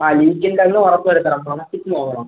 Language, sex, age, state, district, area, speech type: Malayalam, male, 18-30, Kerala, Kollam, rural, conversation